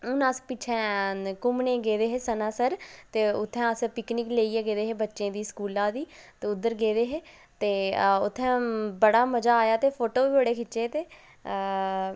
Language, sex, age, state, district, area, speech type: Dogri, female, 30-45, Jammu and Kashmir, Udhampur, urban, spontaneous